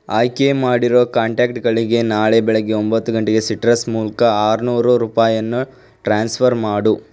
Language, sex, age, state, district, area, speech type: Kannada, male, 18-30, Karnataka, Davanagere, rural, read